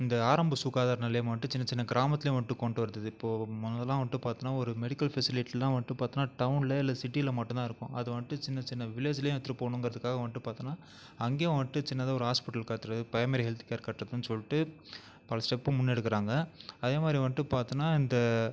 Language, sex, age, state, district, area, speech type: Tamil, male, 30-45, Tamil Nadu, Viluppuram, urban, spontaneous